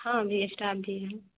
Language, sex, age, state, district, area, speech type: Hindi, female, 30-45, Bihar, Samastipur, rural, conversation